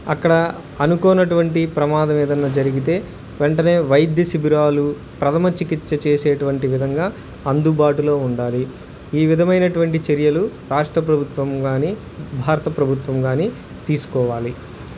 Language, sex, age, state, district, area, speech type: Telugu, male, 30-45, Andhra Pradesh, Guntur, urban, spontaneous